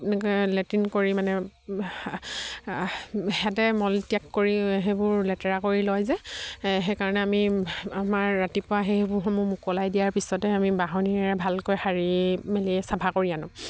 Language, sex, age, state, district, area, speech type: Assamese, female, 18-30, Assam, Sivasagar, rural, spontaneous